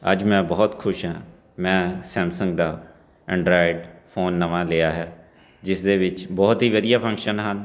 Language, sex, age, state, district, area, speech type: Punjabi, male, 45-60, Punjab, Fatehgarh Sahib, urban, spontaneous